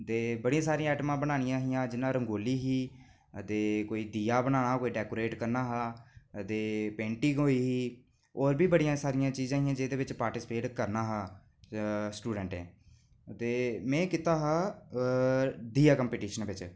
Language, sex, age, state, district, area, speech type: Dogri, male, 18-30, Jammu and Kashmir, Reasi, rural, spontaneous